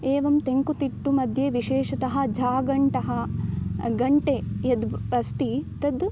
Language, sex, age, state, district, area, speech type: Sanskrit, female, 18-30, Karnataka, Chikkamagaluru, rural, spontaneous